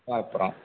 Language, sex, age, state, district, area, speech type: Malayalam, male, 18-30, Kerala, Malappuram, rural, conversation